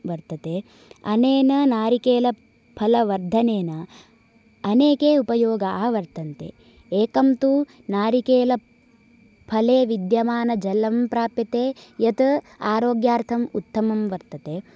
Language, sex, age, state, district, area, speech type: Sanskrit, female, 18-30, Karnataka, Uttara Kannada, urban, spontaneous